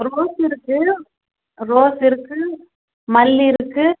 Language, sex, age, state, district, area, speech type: Tamil, female, 30-45, Tamil Nadu, Tirupattur, rural, conversation